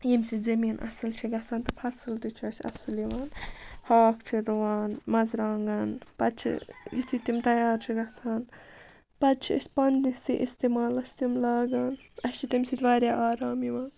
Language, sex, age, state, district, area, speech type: Kashmiri, female, 45-60, Jammu and Kashmir, Ganderbal, rural, spontaneous